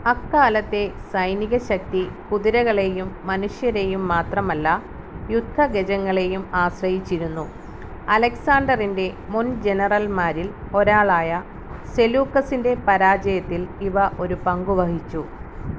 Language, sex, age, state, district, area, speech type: Malayalam, female, 30-45, Kerala, Alappuzha, rural, read